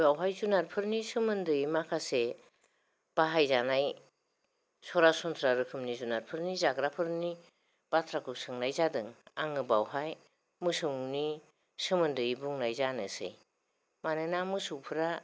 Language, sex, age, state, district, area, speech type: Bodo, female, 45-60, Assam, Kokrajhar, rural, spontaneous